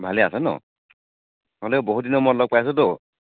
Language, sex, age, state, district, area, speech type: Assamese, male, 45-60, Assam, Tinsukia, rural, conversation